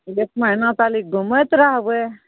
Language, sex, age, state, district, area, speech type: Maithili, female, 45-60, Bihar, Araria, rural, conversation